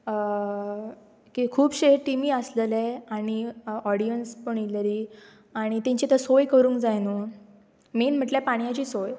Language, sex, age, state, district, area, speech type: Goan Konkani, female, 18-30, Goa, Pernem, rural, spontaneous